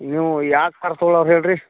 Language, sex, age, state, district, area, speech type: Kannada, male, 30-45, Karnataka, Vijayapura, urban, conversation